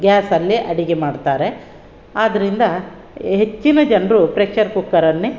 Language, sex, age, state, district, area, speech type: Kannada, female, 60+, Karnataka, Udupi, rural, spontaneous